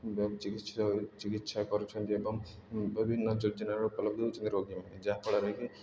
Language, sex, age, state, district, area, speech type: Odia, male, 18-30, Odisha, Ganjam, urban, spontaneous